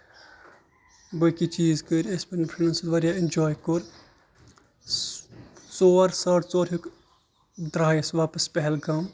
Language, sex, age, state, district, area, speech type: Kashmiri, male, 18-30, Jammu and Kashmir, Kupwara, rural, spontaneous